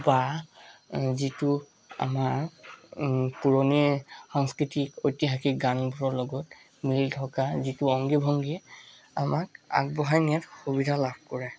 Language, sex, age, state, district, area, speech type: Assamese, male, 18-30, Assam, Charaideo, urban, spontaneous